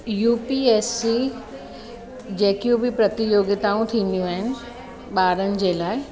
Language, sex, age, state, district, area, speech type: Sindhi, female, 45-60, Uttar Pradesh, Lucknow, urban, spontaneous